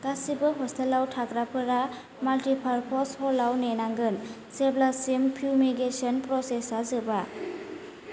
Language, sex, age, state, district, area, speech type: Bodo, female, 18-30, Assam, Kokrajhar, urban, read